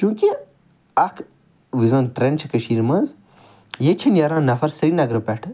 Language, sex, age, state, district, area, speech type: Kashmiri, male, 45-60, Jammu and Kashmir, Ganderbal, urban, spontaneous